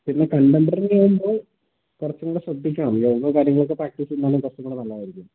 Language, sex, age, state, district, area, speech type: Malayalam, male, 18-30, Kerala, Wayanad, rural, conversation